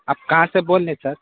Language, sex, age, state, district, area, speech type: Urdu, male, 18-30, Bihar, Saharsa, rural, conversation